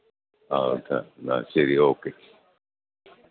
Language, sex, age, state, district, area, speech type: Malayalam, male, 60+, Kerala, Pathanamthitta, rural, conversation